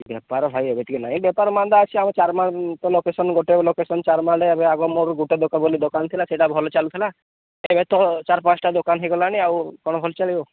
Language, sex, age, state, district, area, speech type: Odia, male, 30-45, Odisha, Sambalpur, rural, conversation